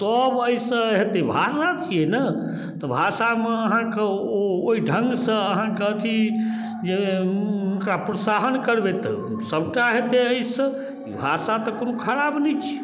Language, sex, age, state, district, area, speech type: Maithili, male, 60+, Bihar, Darbhanga, rural, spontaneous